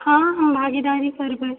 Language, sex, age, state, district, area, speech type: Maithili, female, 30-45, Bihar, Supaul, rural, conversation